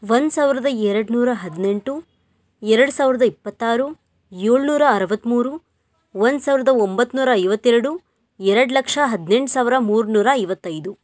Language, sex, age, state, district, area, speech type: Kannada, female, 18-30, Karnataka, Bidar, urban, spontaneous